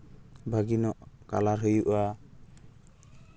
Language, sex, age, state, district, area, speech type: Santali, male, 18-30, West Bengal, Purulia, rural, spontaneous